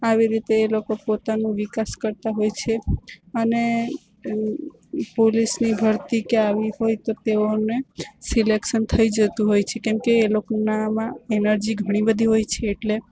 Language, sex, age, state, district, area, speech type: Gujarati, female, 18-30, Gujarat, Valsad, rural, spontaneous